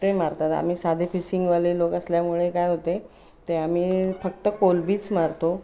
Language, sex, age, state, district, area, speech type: Marathi, female, 45-60, Maharashtra, Ratnagiri, rural, spontaneous